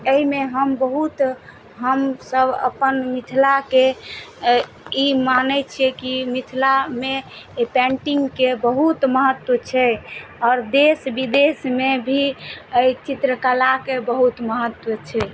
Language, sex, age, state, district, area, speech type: Maithili, female, 30-45, Bihar, Madhubani, rural, spontaneous